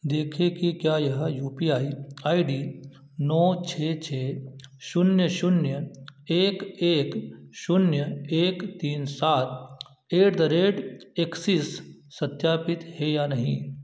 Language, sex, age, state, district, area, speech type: Hindi, male, 30-45, Madhya Pradesh, Ujjain, rural, read